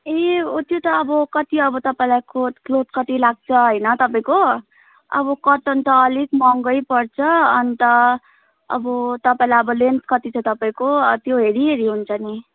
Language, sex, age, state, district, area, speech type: Nepali, female, 18-30, West Bengal, Jalpaiguri, rural, conversation